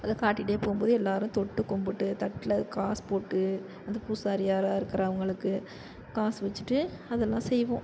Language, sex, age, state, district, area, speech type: Tamil, female, 45-60, Tamil Nadu, Perambalur, rural, spontaneous